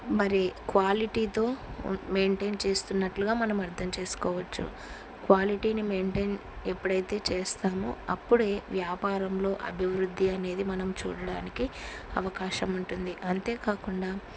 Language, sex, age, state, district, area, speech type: Telugu, female, 45-60, Andhra Pradesh, Kurnool, rural, spontaneous